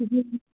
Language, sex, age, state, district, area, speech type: Hindi, female, 45-60, Madhya Pradesh, Gwalior, rural, conversation